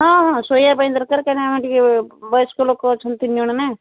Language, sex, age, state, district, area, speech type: Odia, female, 45-60, Odisha, Puri, urban, conversation